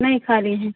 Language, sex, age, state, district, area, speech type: Hindi, female, 45-60, Uttar Pradesh, Ayodhya, rural, conversation